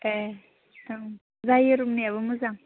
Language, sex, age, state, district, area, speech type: Bodo, female, 18-30, Assam, Baksa, rural, conversation